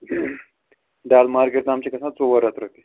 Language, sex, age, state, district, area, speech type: Kashmiri, male, 30-45, Jammu and Kashmir, Srinagar, urban, conversation